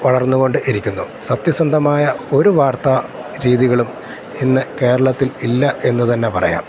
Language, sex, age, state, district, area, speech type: Malayalam, male, 45-60, Kerala, Kottayam, urban, spontaneous